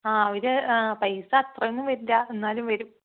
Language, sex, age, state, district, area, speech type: Malayalam, female, 18-30, Kerala, Palakkad, rural, conversation